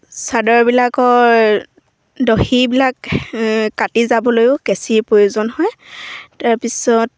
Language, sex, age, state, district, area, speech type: Assamese, female, 18-30, Assam, Sivasagar, rural, spontaneous